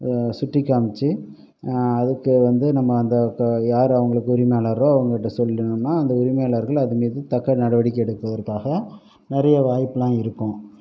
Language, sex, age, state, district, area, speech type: Tamil, male, 45-60, Tamil Nadu, Pudukkottai, rural, spontaneous